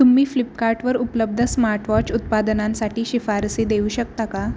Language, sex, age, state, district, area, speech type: Marathi, female, 18-30, Maharashtra, Ratnagiri, urban, read